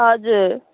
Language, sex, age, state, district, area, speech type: Nepali, female, 60+, West Bengal, Kalimpong, rural, conversation